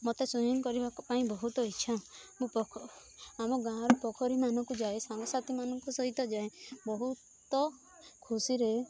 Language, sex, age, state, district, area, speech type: Odia, female, 18-30, Odisha, Rayagada, rural, spontaneous